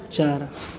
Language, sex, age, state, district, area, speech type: Hindi, male, 18-30, Uttar Pradesh, Azamgarh, rural, read